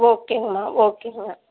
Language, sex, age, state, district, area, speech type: Tamil, female, 45-60, Tamil Nadu, Tiruppur, rural, conversation